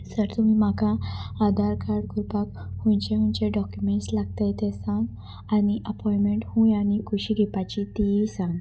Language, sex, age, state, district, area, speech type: Goan Konkani, female, 18-30, Goa, Sanguem, rural, spontaneous